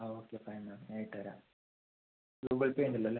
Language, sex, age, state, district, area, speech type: Malayalam, male, 18-30, Kerala, Wayanad, rural, conversation